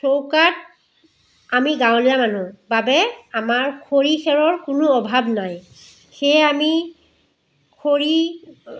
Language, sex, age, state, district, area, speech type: Assamese, female, 45-60, Assam, Biswanath, rural, spontaneous